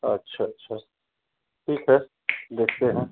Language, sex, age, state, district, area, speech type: Hindi, male, 45-60, Uttar Pradesh, Chandauli, urban, conversation